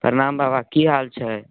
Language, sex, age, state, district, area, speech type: Maithili, male, 18-30, Bihar, Samastipur, urban, conversation